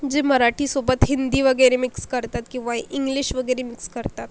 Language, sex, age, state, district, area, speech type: Marathi, female, 18-30, Maharashtra, Akola, rural, spontaneous